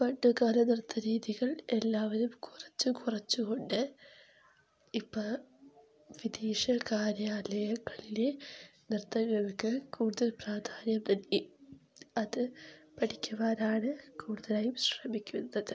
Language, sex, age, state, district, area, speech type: Malayalam, female, 18-30, Kerala, Wayanad, rural, spontaneous